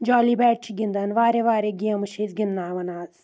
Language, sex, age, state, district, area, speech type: Kashmiri, female, 18-30, Jammu and Kashmir, Anantnag, rural, spontaneous